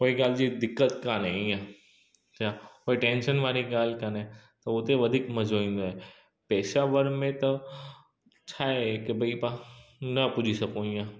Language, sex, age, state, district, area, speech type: Sindhi, male, 30-45, Gujarat, Kutch, rural, spontaneous